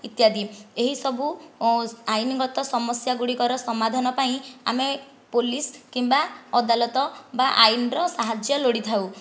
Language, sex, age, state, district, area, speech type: Odia, female, 30-45, Odisha, Nayagarh, rural, spontaneous